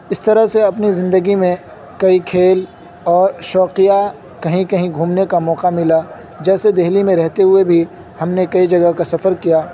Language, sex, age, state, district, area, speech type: Urdu, male, 18-30, Uttar Pradesh, Saharanpur, urban, spontaneous